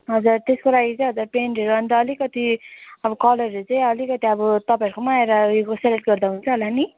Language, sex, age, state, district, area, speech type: Nepali, female, 18-30, West Bengal, Kalimpong, rural, conversation